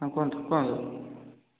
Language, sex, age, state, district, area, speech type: Odia, male, 18-30, Odisha, Khordha, rural, conversation